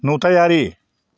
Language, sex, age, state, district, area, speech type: Bodo, male, 60+, Assam, Chirang, rural, read